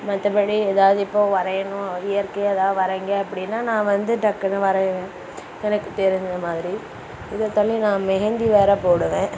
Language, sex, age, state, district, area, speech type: Tamil, female, 18-30, Tamil Nadu, Kanyakumari, rural, spontaneous